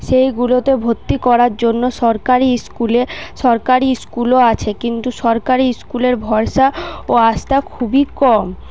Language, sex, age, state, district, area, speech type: Bengali, female, 30-45, West Bengal, Paschim Bardhaman, urban, spontaneous